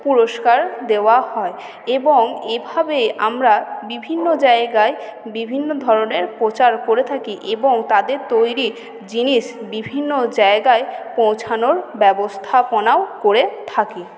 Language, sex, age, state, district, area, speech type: Bengali, female, 30-45, West Bengal, Purba Bardhaman, urban, spontaneous